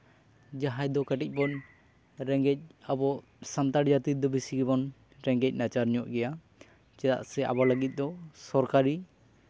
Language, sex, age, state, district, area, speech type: Santali, male, 18-30, West Bengal, Jhargram, rural, spontaneous